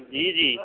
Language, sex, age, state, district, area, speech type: Urdu, male, 30-45, Uttar Pradesh, Gautam Buddha Nagar, urban, conversation